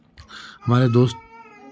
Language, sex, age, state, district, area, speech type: Hindi, male, 30-45, Uttar Pradesh, Chandauli, urban, spontaneous